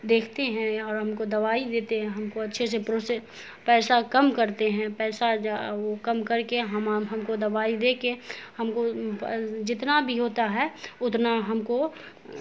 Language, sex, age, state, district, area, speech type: Urdu, female, 18-30, Bihar, Saharsa, urban, spontaneous